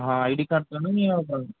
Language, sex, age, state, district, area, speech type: Telugu, male, 18-30, Telangana, Ranga Reddy, urban, conversation